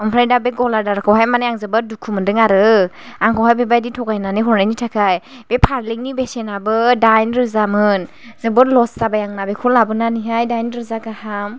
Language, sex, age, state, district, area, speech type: Bodo, female, 45-60, Assam, Chirang, rural, spontaneous